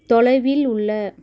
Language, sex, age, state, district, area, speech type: Tamil, female, 30-45, Tamil Nadu, Chennai, urban, read